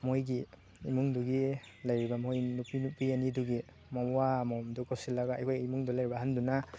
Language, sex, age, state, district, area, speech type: Manipuri, male, 18-30, Manipur, Thoubal, rural, spontaneous